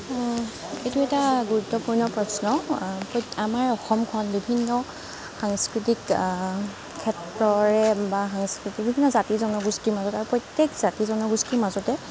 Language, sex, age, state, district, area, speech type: Assamese, female, 45-60, Assam, Nagaon, rural, spontaneous